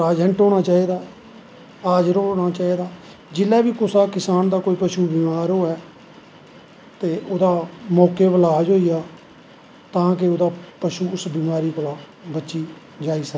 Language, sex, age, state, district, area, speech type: Dogri, male, 45-60, Jammu and Kashmir, Samba, rural, spontaneous